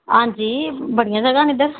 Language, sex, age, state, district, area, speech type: Dogri, female, 30-45, Jammu and Kashmir, Jammu, rural, conversation